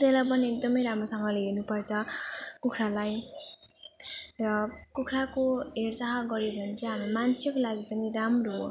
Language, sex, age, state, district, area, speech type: Nepali, female, 18-30, West Bengal, Jalpaiguri, rural, spontaneous